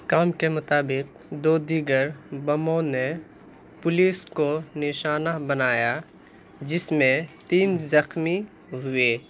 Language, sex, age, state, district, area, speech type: Urdu, male, 18-30, Bihar, Purnia, rural, read